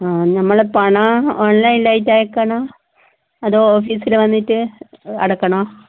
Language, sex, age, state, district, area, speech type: Malayalam, female, 30-45, Kerala, Kannur, urban, conversation